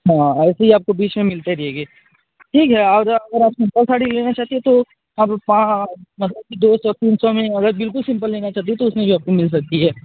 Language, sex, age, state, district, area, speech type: Hindi, male, 18-30, Uttar Pradesh, Mirzapur, rural, conversation